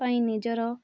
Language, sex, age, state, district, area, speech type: Odia, female, 18-30, Odisha, Mayurbhanj, rural, spontaneous